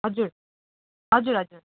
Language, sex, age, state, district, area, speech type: Nepali, female, 18-30, West Bengal, Kalimpong, rural, conversation